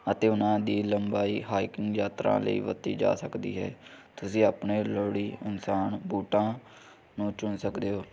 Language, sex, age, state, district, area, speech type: Punjabi, male, 18-30, Punjab, Hoshiarpur, rural, spontaneous